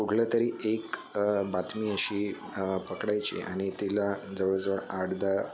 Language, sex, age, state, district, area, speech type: Marathi, male, 18-30, Maharashtra, Thane, urban, spontaneous